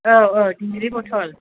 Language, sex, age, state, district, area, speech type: Bodo, female, 30-45, Assam, Chirang, rural, conversation